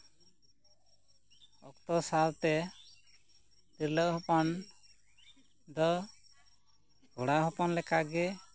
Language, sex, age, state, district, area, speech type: Santali, male, 30-45, West Bengal, Purba Bardhaman, rural, spontaneous